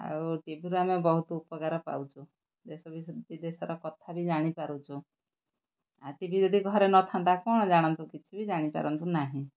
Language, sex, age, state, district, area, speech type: Odia, female, 60+, Odisha, Kendrapara, urban, spontaneous